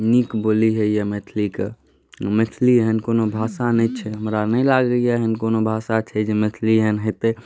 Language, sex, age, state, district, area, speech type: Maithili, other, 18-30, Bihar, Saharsa, rural, spontaneous